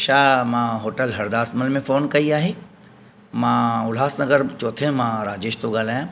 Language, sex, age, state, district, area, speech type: Sindhi, male, 30-45, Maharashtra, Thane, urban, spontaneous